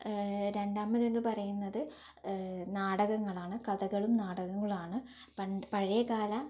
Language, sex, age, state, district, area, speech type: Malayalam, female, 18-30, Kerala, Kannur, urban, spontaneous